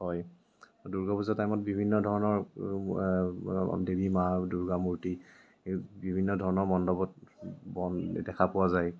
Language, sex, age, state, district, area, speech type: Assamese, male, 30-45, Assam, Kamrup Metropolitan, rural, spontaneous